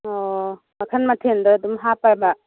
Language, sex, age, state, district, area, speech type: Manipuri, female, 45-60, Manipur, Churachandpur, urban, conversation